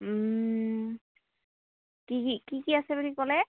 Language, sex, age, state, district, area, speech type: Assamese, female, 30-45, Assam, Tinsukia, urban, conversation